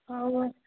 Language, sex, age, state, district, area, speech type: Odia, female, 18-30, Odisha, Dhenkanal, rural, conversation